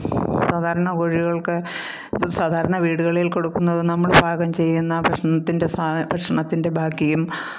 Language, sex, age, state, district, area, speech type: Malayalam, female, 60+, Kerala, Pathanamthitta, rural, spontaneous